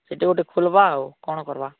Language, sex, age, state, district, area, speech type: Odia, male, 18-30, Odisha, Nabarangpur, urban, conversation